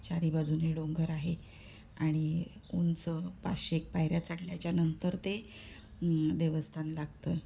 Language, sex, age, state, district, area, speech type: Marathi, female, 45-60, Maharashtra, Ratnagiri, urban, spontaneous